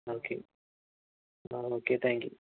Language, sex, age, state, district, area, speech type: Malayalam, male, 18-30, Kerala, Malappuram, rural, conversation